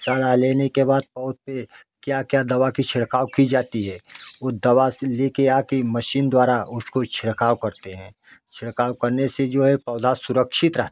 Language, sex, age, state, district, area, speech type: Hindi, male, 45-60, Uttar Pradesh, Jaunpur, rural, spontaneous